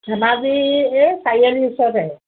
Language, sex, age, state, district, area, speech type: Assamese, female, 60+, Assam, Dhemaji, rural, conversation